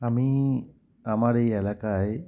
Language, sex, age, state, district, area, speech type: Bengali, male, 30-45, West Bengal, Cooch Behar, urban, spontaneous